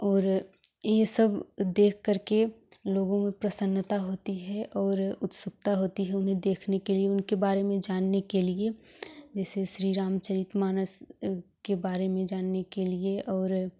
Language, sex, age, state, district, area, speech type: Hindi, female, 18-30, Uttar Pradesh, Jaunpur, urban, spontaneous